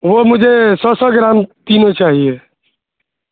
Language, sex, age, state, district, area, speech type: Urdu, male, 18-30, Bihar, Madhubani, rural, conversation